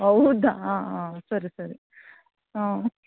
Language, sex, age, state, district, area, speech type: Kannada, female, 60+, Karnataka, Bangalore Urban, urban, conversation